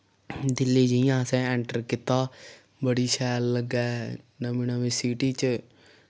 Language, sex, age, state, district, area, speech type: Dogri, male, 18-30, Jammu and Kashmir, Samba, rural, spontaneous